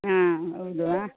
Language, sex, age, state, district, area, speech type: Kannada, female, 45-60, Karnataka, Dakshina Kannada, rural, conversation